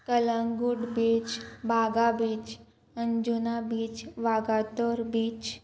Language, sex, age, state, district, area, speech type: Goan Konkani, female, 18-30, Goa, Murmgao, rural, spontaneous